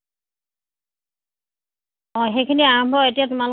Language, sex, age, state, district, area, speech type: Assamese, female, 45-60, Assam, Sivasagar, urban, conversation